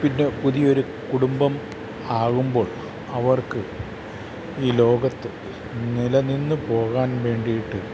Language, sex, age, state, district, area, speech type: Malayalam, male, 45-60, Kerala, Kottayam, urban, spontaneous